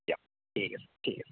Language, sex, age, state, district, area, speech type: Assamese, male, 18-30, Assam, Nalbari, rural, conversation